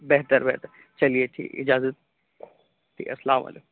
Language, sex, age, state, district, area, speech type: Urdu, male, 18-30, Uttar Pradesh, Aligarh, urban, conversation